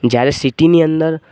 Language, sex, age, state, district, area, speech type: Gujarati, male, 18-30, Gujarat, Narmada, rural, spontaneous